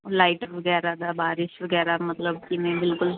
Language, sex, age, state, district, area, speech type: Punjabi, female, 30-45, Punjab, Mansa, urban, conversation